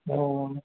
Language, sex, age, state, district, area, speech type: Bengali, male, 18-30, West Bengal, Paschim Medinipur, rural, conversation